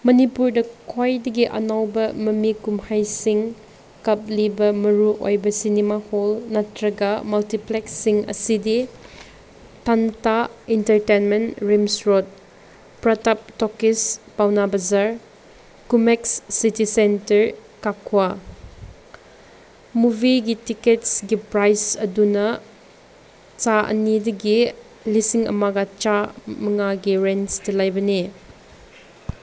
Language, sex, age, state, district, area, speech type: Manipuri, female, 18-30, Manipur, Senapati, urban, spontaneous